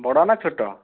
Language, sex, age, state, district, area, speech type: Odia, male, 30-45, Odisha, Kalahandi, rural, conversation